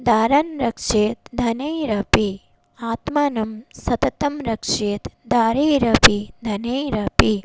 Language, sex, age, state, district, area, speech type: Sanskrit, female, 18-30, Odisha, Bhadrak, rural, spontaneous